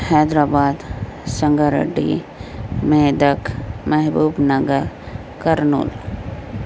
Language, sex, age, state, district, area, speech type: Urdu, female, 18-30, Telangana, Hyderabad, urban, spontaneous